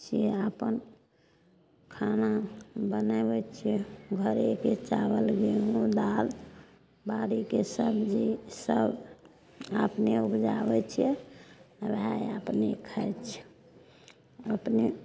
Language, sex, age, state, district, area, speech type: Maithili, female, 60+, Bihar, Madhepura, rural, spontaneous